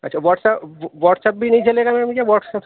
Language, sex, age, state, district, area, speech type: Urdu, male, 30-45, Delhi, Central Delhi, urban, conversation